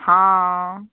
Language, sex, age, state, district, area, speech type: Maithili, female, 18-30, Bihar, Muzaffarpur, urban, conversation